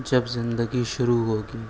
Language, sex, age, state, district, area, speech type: Urdu, male, 18-30, Uttar Pradesh, Shahjahanpur, urban, spontaneous